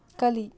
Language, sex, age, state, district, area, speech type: Kannada, female, 30-45, Karnataka, Davanagere, rural, read